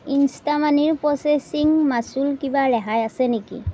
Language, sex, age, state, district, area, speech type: Assamese, female, 30-45, Assam, Darrang, rural, read